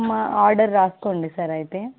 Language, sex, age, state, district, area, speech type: Telugu, female, 18-30, Andhra Pradesh, Nandyal, rural, conversation